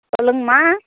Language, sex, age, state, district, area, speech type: Tamil, female, 45-60, Tamil Nadu, Tirupattur, rural, conversation